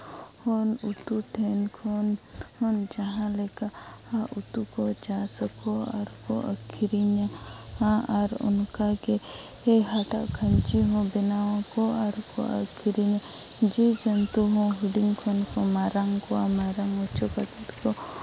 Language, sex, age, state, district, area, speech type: Santali, female, 18-30, Jharkhand, Seraikela Kharsawan, rural, spontaneous